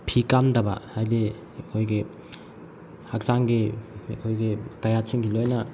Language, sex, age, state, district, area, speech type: Manipuri, male, 18-30, Manipur, Bishnupur, rural, spontaneous